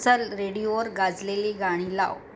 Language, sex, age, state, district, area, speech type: Marathi, female, 45-60, Maharashtra, Mumbai Suburban, urban, read